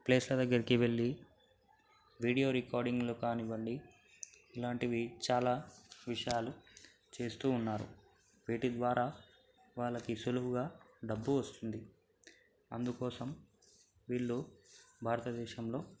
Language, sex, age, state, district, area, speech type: Telugu, male, 18-30, Telangana, Nalgonda, urban, spontaneous